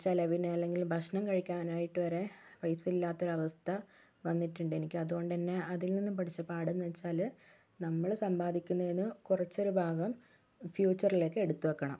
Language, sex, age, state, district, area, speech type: Malayalam, female, 45-60, Kerala, Wayanad, rural, spontaneous